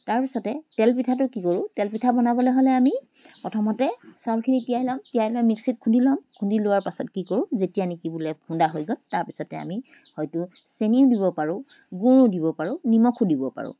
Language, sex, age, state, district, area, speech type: Assamese, female, 45-60, Assam, Charaideo, urban, spontaneous